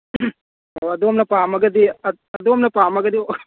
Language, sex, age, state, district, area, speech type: Manipuri, male, 18-30, Manipur, Churachandpur, rural, conversation